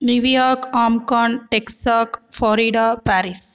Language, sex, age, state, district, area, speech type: Tamil, female, 45-60, Tamil Nadu, Cuddalore, rural, spontaneous